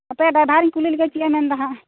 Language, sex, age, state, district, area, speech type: Santali, female, 18-30, West Bengal, Purulia, rural, conversation